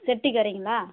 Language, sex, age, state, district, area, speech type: Tamil, female, 30-45, Tamil Nadu, Dharmapuri, rural, conversation